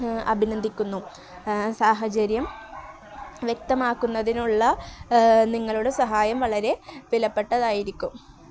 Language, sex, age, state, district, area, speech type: Malayalam, female, 18-30, Kerala, Kozhikode, rural, spontaneous